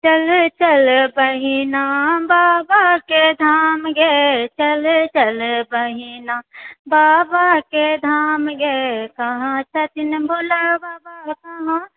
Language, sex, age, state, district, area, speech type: Maithili, female, 60+, Bihar, Purnia, rural, conversation